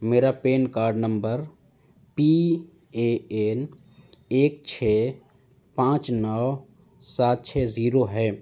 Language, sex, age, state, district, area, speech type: Urdu, male, 18-30, Delhi, North East Delhi, urban, spontaneous